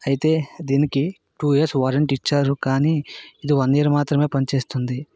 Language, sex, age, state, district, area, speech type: Telugu, male, 60+, Andhra Pradesh, Vizianagaram, rural, spontaneous